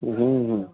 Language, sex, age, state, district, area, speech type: Urdu, male, 45-60, Uttar Pradesh, Rampur, urban, conversation